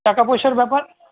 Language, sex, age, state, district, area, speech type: Bengali, male, 45-60, West Bengal, Malda, rural, conversation